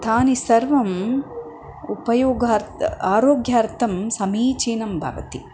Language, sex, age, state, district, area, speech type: Sanskrit, female, 45-60, Tamil Nadu, Coimbatore, urban, spontaneous